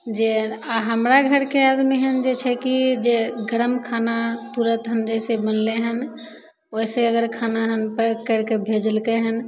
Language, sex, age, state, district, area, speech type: Maithili, female, 30-45, Bihar, Begusarai, rural, spontaneous